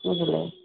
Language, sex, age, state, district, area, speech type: Odia, female, 30-45, Odisha, Ganjam, urban, conversation